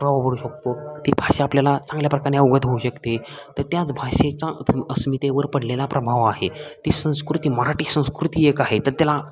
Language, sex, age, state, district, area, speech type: Marathi, male, 18-30, Maharashtra, Satara, rural, spontaneous